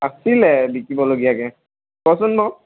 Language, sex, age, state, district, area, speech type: Assamese, male, 18-30, Assam, Lakhimpur, rural, conversation